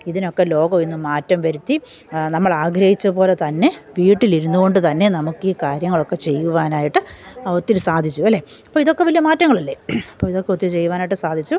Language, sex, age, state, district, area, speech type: Malayalam, female, 45-60, Kerala, Pathanamthitta, rural, spontaneous